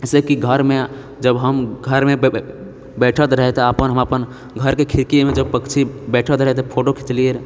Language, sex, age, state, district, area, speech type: Maithili, male, 30-45, Bihar, Purnia, rural, spontaneous